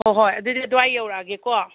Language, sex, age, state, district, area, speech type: Manipuri, female, 30-45, Manipur, Kakching, rural, conversation